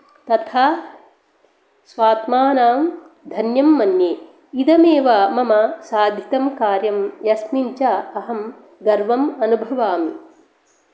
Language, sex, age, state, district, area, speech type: Sanskrit, female, 45-60, Karnataka, Dakshina Kannada, rural, spontaneous